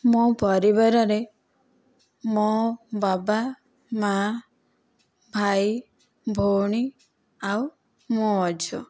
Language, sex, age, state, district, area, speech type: Odia, female, 18-30, Odisha, Kandhamal, rural, spontaneous